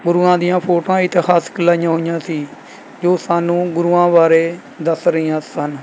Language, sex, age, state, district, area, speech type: Punjabi, male, 18-30, Punjab, Mohali, rural, spontaneous